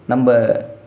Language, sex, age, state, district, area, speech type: Tamil, male, 45-60, Tamil Nadu, Dharmapuri, rural, spontaneous